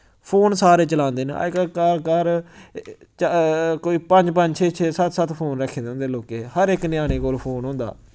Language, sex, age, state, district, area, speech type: Dogri, male, 18-30, Jammu and Kashmir, Samba, rural, spontaneous